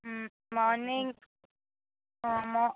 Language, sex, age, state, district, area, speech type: Telugu, female, 45-60, Andhra Pradesh, Visakhapatnam, urban, conversation